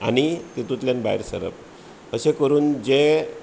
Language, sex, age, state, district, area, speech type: Goan Konkani, male, 45-60, Goa, Bardez, rural, spontaneous